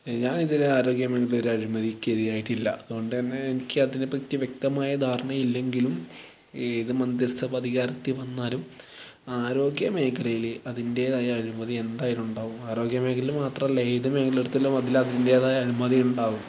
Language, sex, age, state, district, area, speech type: Malayalam, male, 18-30, Kerala, Wayanad, rural, spontaneous